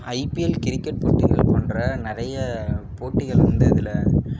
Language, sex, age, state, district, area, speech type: Tamil, male, 18-30, Tamil Nadu, Ariyalur, rural, spontaneous